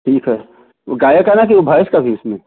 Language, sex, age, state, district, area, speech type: Hindi, male, 45-60, Uttar Pradesh, Chandauli, urban, conversation